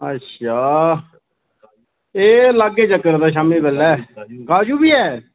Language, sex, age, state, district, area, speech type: Dogri, male, 30-45, Jammu and Kashmir, Reasi, urban, conversation